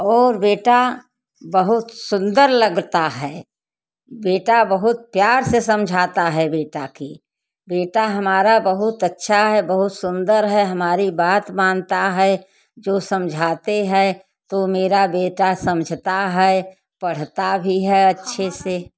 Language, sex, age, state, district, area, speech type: Hindi, female, 60+, Uttar Pradesh, Jaunpur, rural, spontaneous